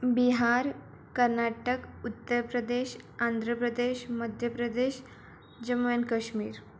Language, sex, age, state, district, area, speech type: Marathi, female, 18-30, Maharashtra, Buldhana, rural, spontaneous